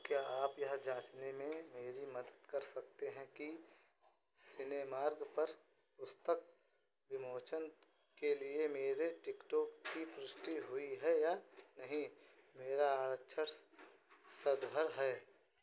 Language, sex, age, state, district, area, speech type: Hindi, male, 30-45, Uttar Pradesh, Ayodhya, rural, read